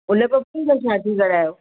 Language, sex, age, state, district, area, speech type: Sindhi, female, 45-60, Maharashtra, Thane, urban, conversation